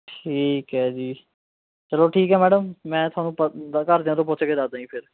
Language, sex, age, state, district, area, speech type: Punjabi, male, 18-30, Punjab, Mohali, urban, conversation